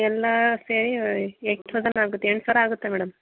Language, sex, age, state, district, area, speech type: Kannada, female, 30-45, Karnataka, Mysore, urban, conversation